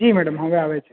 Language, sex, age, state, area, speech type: Gujarati, male, 18-30, Gujarat, urban, conversation